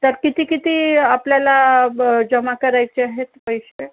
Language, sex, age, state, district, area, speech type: Marathi, female, 60+, Maharashtra, Nagpur, urban, conversation